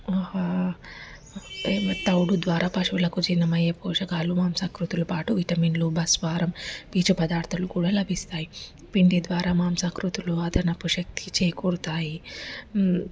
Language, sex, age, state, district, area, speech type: Telugu, female, 30-45, Telangana, Mancherial, rural, spontaneous